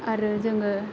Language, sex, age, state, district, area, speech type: Bodo, female, 30-45, Assam, Kokrajhar, rural, spontaneous